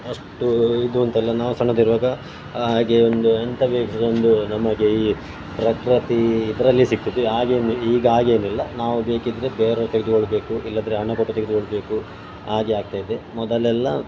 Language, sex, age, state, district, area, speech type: Kannada, male, 30-45, Karnataka, Dakshina Kannada, rural, spontaneous